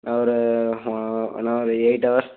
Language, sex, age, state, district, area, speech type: Tamil, male, 18-30, Tamil Nadu, Dharmapuri, rural, conversation